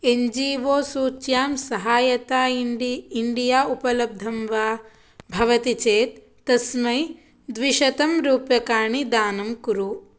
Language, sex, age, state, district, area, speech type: Sanskrit, female, 18-30, Karnataka, Shimoga, rural, read